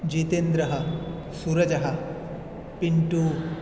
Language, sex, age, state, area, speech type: Sanskrit, male, 18-30, Assam, rural, spontaneous